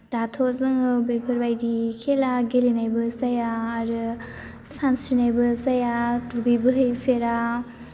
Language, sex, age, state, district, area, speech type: Bodo, female, 18-30, Assam, Baksa, rural, spontaneous